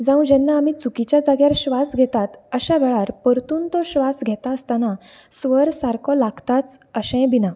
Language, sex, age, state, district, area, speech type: Goan Konkani, female, 18-30, Goa, Canacona, urban, spontaneous